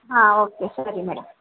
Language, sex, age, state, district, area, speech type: Kannada, female, 30-45, Karnataka, Vijayanagara, rural, conversation